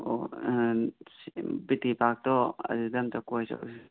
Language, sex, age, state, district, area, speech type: Manipuri, male, 18-30, Manipur, Imphal West, rural, conversation